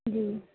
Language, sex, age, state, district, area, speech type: Urdu, female, 30-45, Delhi, Central Delhi, urban, conversation